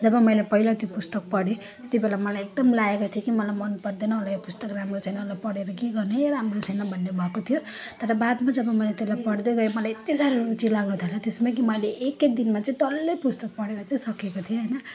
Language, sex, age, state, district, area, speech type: Nepali, female, 30-45, West Bengal, Jalpaiguri, rural, spontaneous